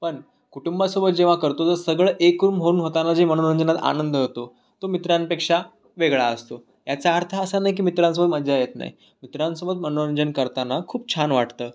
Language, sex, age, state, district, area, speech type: Marathi, male, 18-30, Maharashtra, Raigad, rural, spontaneous